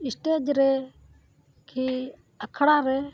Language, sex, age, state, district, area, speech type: Santali, female, 60+, Jharkhand, Bokaro, rural, spontaneous